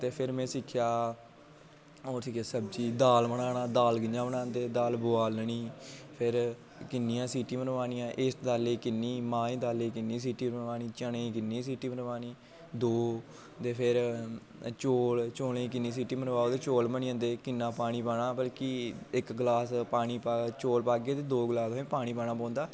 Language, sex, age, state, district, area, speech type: Dogri, male, 18-30, Jammu and Kashmir, Jammu, urban, spontaneous